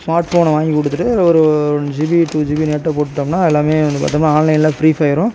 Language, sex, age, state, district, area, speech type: Tamil, male, 30-45, Tamil Nadu, Tiruvarur, rural, spontaneous